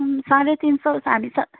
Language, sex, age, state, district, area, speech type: Nepali, female, 45-60, West Bengal, Darjeeling, rural, conversation